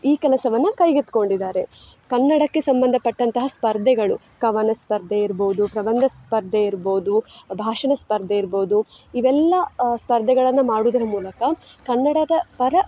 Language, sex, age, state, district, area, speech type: Kannada, female, 18-30, Karnataka, Dakshina Kannada, urban, spontaneous